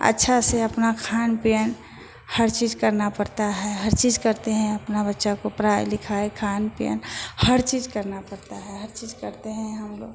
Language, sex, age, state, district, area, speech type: Hindi, female, 60+, Bihar, Vaishali, urban, spontaneous